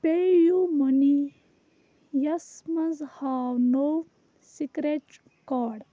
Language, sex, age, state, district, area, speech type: Kashmiri, female, 18-30, Jammu and Kashmir, Kupwara, rural, read